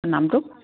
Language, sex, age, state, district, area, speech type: Assamese, female, 60+, Assam, Dibrugarh, rural, conversation